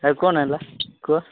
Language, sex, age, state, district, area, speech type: Odia, male, 18-30, Odisha, Nabarangpur, urban, conversation